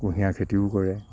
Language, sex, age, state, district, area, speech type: Assamese, male, 60+, Assam, Kamrup Metropolitan, urban, spontaneous